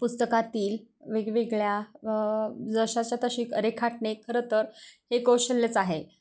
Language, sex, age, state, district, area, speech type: Marathi, female, 30-45, Maharashtra, Osmanabad, rural, spontaneous